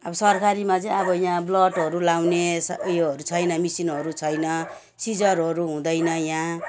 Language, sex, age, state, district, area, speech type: Nepali, female, 60+, West Bengal, Jalpaiguri, rural, spontaneous